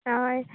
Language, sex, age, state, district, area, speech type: Goan Konkani, female, 18-30, Goa, Canacona, rural, conversation